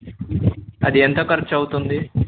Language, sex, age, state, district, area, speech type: Telugu, male, 18-30, Telangana, Medak, rural, conversation